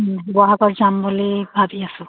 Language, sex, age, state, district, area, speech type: Assamese, female, 45-60, Assam, Sivasagar, rural, conversation